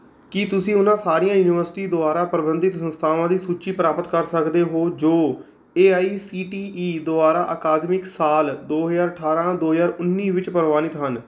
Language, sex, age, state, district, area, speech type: Punjabi, male, 30-45, Punjab, Rupnagar, urban, read